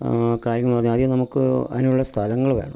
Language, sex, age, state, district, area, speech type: Malayalam, male, 45-60, Kerala, Pathanamthitta, rural, spontaneous